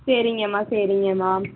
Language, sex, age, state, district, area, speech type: Tamil, female, 18-30, Tamil Nadu, Madurai, rural, conversation